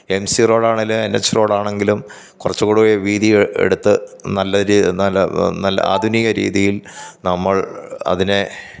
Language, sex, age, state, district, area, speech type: Malayalam, male, 45-60, Kerala, Pathanamthitta, rural, spontaneous